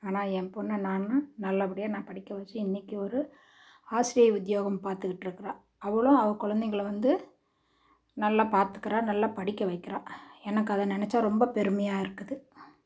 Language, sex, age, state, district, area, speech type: Tamil, female, 45-60, Tamil Nadu, Dharmapuri, urban, spontaneous